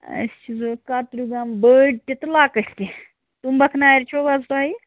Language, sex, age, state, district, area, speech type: Kashmiri, female, 45-60, Jammu and Kashmir, Ganderbal, rural, conversation